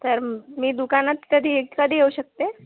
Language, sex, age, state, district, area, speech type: Marathi, female, 60+, Maharashtra, Nagpur, urban, conversation